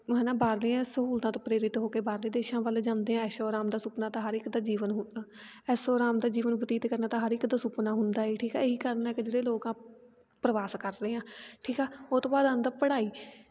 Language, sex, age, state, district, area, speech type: Punjabi, female, 18-30, Punjab, Fatehgarh Sahib, rural, spontaneous